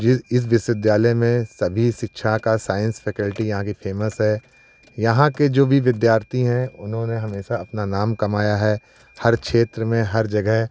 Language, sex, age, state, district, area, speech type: Hindi, male, 45-60, Uttar Pradesh, Prayagraj, urban, spontaneous